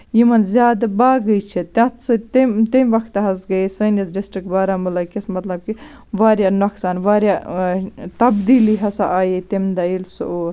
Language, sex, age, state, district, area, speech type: Kashmiri, female, 30-45, Jammu and Kashmir, Baramulla, rural, spontaneous